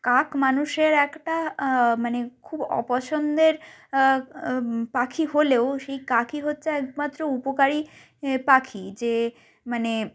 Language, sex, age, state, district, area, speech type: Bengali, female, 18-30, West Bengal, North 24 Parganas, rural, spontaneous